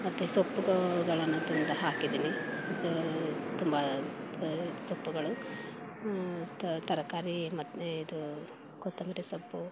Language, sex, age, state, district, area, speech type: Kannada, female, 45-60, Karnataka, Mandya, rural, spontaneous